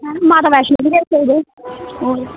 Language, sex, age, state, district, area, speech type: Dogri, female, 18-30, Jammu and Kashmir, Jammu, rural, conversation